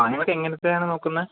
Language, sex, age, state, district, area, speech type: Malayalam, male, 18-30, Kerala, Palakkad, urban, conversation